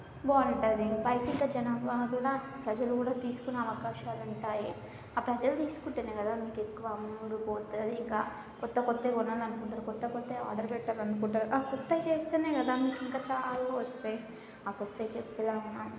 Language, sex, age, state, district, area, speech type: Telugu, female, 18-30, Telangana, Hyderabad, urban, spontaneous